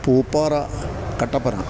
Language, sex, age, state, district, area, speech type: Malayalam, male, 60+, Kerala, Idukki, rural, spontaneous